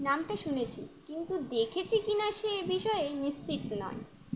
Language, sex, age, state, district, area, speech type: Bengali, female, 18-30, West Bengal, Uttar Dinajpur, urban, read